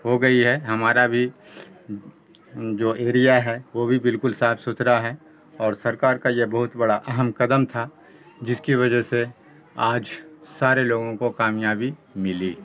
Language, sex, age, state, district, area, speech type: Urdu, male, 60+, Bihar, Khagaria, rural, spontaneous